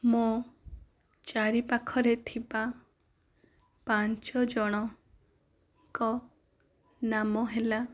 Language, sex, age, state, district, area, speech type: Odia, female, 18-30, Odisha, Kandhamal, rural, spontaneous